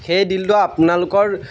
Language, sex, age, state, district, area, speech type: Assamese, male, 18-30, Assam, Jorhat, urban, spontaneous